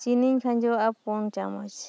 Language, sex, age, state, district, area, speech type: Santali, female, 30-45, West Bengal, Bankura, rural, spontaneous